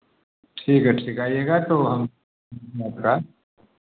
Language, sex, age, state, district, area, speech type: Hindi, male, 45-60, Uttar Pradesh, Varanasi, urban, conversation